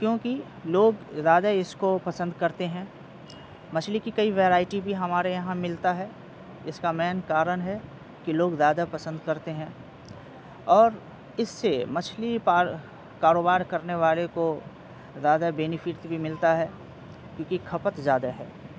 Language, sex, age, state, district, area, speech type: Urdu, male, 30-45, Bihar, Madhubani, rural, spontaneous